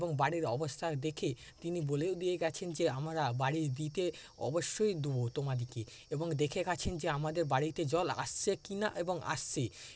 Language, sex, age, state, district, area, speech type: Bengali, male, 60+, West Bengal, Paschim Medinipur, rural, spontaneous